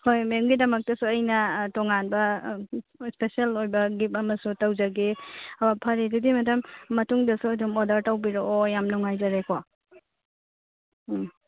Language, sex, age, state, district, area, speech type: Manipuri, female, 18-30, Manipur, Churachandpur, rural, conversation